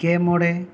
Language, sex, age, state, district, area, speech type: Santali, male, 18-30, West Bengal, Bankura, rural, spontaneous